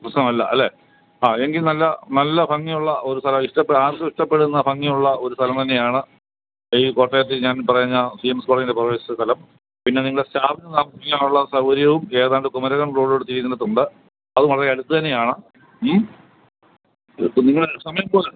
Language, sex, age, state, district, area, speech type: Malayalam, male, 60+, Kerala, Kottayam, rural, conversation